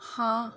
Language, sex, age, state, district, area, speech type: Punjabi, female, 18-30, Punjab, Gurdaspur, rural, read